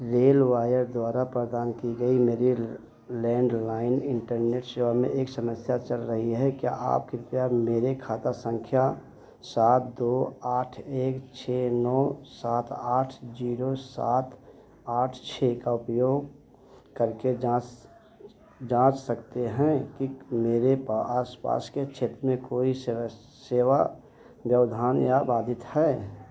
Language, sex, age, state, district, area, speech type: Hindi, male, 45-60, Uttar Pradesh, Ayodhya, rural, read